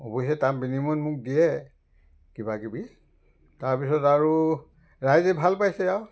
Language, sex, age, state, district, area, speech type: Assamese, male, 60+, Assam, Charaideo, rural, spontaneous